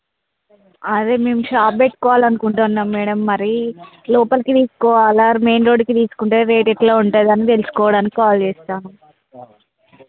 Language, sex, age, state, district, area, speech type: Telugu, female, 30-45, Telangana, Hanamkonda, rural, conversation